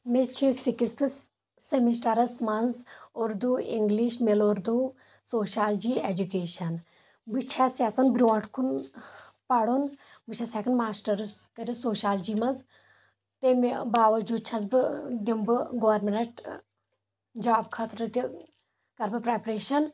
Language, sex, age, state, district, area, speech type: Kashmiri, female, 18-30, Jammu and Kashmir, Kulgam, rural, spontaneous